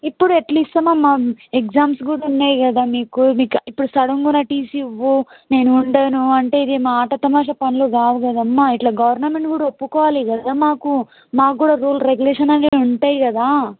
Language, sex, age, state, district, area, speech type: Telugu, other, 18-30, Telangana, Mahbubnagar, rural, conversation